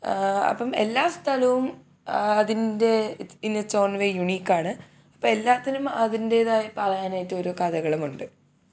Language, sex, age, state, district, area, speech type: Malayalam, female, 18-30, Kerala, Thiruvananthapuram, urban, spontaneous